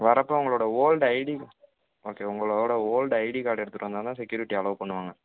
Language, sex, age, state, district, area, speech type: Tamil, male, 30-45, Tamil Nadu, Tiruvarur, rural, conversation